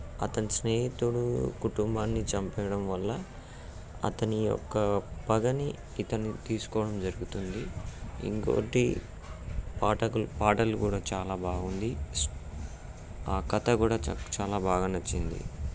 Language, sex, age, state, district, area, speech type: Telugu, male, 30-45, Telangana, Siddipet, rural, spontaneous